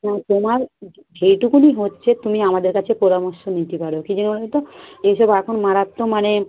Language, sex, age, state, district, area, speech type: Bengali, female, 30-45, West Bengal, Dakshin Dinajpur, urban, conversation